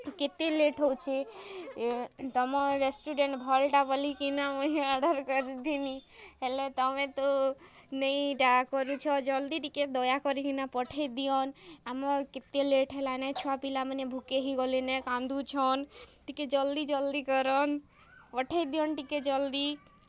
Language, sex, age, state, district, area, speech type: Odia, female, 18-30, Odisha, Kalahandi, rural, spontaneous